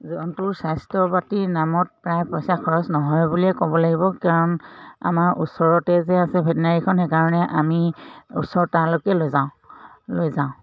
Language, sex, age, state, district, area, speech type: Assamese, female, 45-60, Assam, Dhemaji, urban, spontaneous